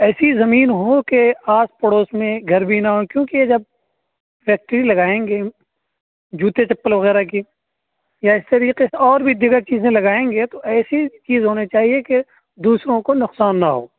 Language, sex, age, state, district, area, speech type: Urdu, male, 18-30, Uttar Pradesh, Muzaffarnagar, urban, conversation